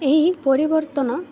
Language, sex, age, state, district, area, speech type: Odia, female, 18-30, Odisha, Malkangiri, urban, spontaneous